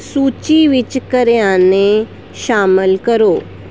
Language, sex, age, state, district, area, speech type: Punjabi, female, 30-45, Punjab, Kapurthala, urban, read